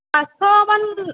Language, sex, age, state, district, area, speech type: Assamese, female, 18-30, Assam, Morigaon, rural, conversation